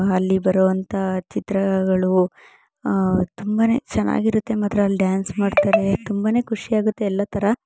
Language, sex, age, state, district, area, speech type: Kannada, female, 18-30, Karnataka, Mysore, urban, spontaneous